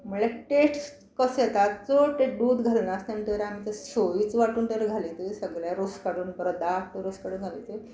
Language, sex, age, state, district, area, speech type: Goan Konkani, female, 60+, Goa, Quepem, rural, spontaneous